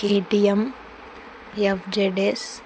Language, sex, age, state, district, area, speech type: Telugu, female, 45-60, Andhra Pradesh, Kurnool, rural, spontaneous